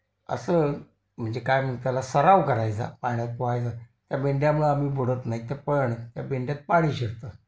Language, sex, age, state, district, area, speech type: Marathi, male, 60+, Maharashtra, Kolhapur, urban, spontaneous